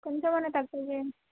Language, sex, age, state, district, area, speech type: Telugu, female, 18-30, Telangana, Sangareddy, urban, conversation